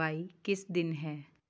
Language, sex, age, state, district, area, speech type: Punjabi, female, 30-45, Punjab, Tarn Taran, rural, read